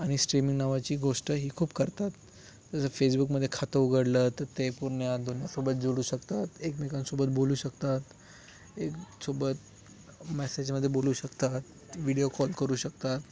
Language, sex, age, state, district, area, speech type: Marathi, male, 30-45, Maharashtra, Thane, urban, spontaneous